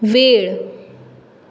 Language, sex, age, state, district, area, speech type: Goan Konkani, female, 18-30, Goa, Tiswadi, rural, read